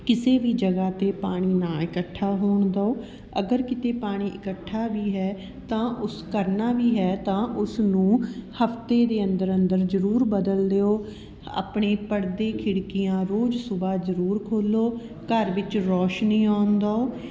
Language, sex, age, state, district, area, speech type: Punjabi, female, 30-45, Punjab, Patiala, urban, spontaneous